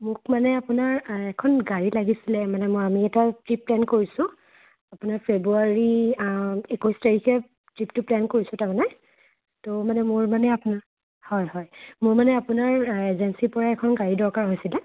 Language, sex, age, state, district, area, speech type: Assamese, female, 18-30, Assam, Dibrugarh, rural, conversation